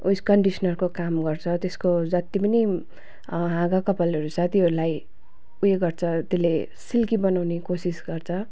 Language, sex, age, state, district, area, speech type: Nepali, female, 30-45, West Bengal, Darjeeling, rural, spontaneous